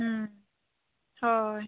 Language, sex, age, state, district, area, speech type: Santali, female, 45-60, Odisha, Mayurbhanj, rural, conversation